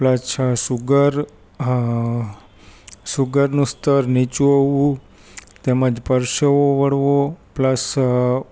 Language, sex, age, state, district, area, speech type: Gujarati, male, 30-45, Gujarat, Rajkot, rural, spontaneous